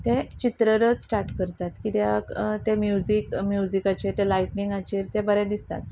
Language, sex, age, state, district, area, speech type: Goan Konkani, female, 30-45, Goa, Quepem, rural, spontaneous